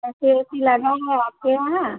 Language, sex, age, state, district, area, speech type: Hindi, female, 45-60, Uttar Pradesh, Ayodhya, rural, conversation